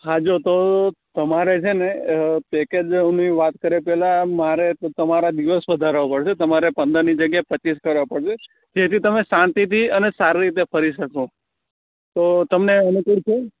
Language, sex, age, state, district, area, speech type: Gujarati, male, 18-30, Gujarat, Anand, rural, conversation